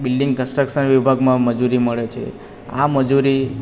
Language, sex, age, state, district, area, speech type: Gujarati, male, 18-30, Gujarat, Valsad, rural, spontaneous